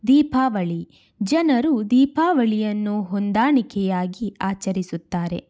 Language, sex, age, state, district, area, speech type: Kannada, female, 18-30, Karnataka, Shimoga, rural, spontaneous